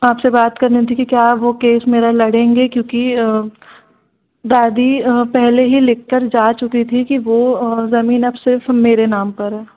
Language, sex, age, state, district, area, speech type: Hindi, female, 18-30, Madhya Pradesh, Jabalpur, urban, conversation